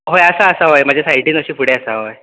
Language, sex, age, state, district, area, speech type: Goan Konkani, male, 18-30, Goa, Bardez, rural, conversation